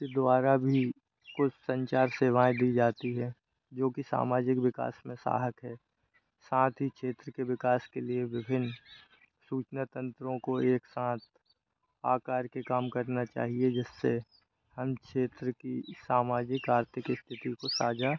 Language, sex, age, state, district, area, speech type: Hindi, male, 30-45, Madhya Pradesh, Hoshangabad, rural, spontaneous